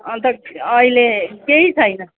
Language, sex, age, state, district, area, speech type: Nepali, female, 60+, West Bengal, Kalimpong, rural, conversation